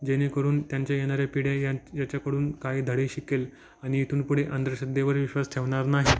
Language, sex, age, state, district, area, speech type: Marathi, male, 18-30, Maharashtra, Jalna, urban, spontaneous